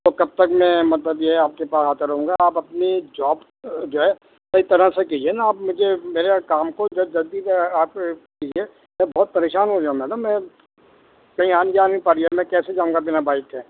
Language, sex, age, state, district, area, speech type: Urdu, male, 45-60, Delhi, Central Delhi, urban, conversation